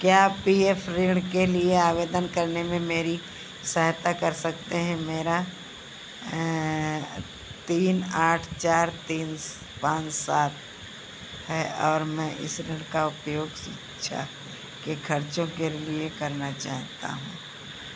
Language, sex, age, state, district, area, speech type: Hindi, female, 60+, Uttar Pradesh, Sitapur, rural, read